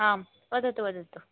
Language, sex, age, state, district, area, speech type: Sanskrit, female, 18-30, Karnataka, Shimoga, urban, conversation